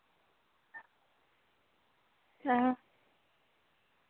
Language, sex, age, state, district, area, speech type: Dogri, female, 18-30, Jammu and Kashmir, Reasi, rural, conversation